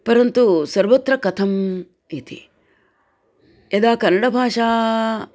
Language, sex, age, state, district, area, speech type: Sanskrit, female, 60+, Karnataka, Bangalore Urban, urban, spontaneous